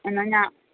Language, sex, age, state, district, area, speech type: Malayalam, female, 30-45, Kerala, Malappuram, rural, conversation